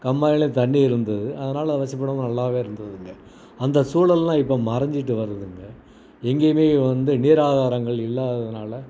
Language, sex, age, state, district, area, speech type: Tamil, male, 60+, Tamil Nadu, Salem, rural, spontaneous